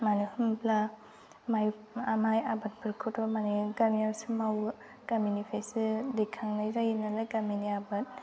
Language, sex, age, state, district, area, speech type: Bodo, female, 18-30, Assam, Udalguri, rural, spontaneous